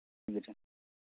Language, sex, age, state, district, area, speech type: Santali, male, 18-30, West Bengal, Birbhum, rural, conversation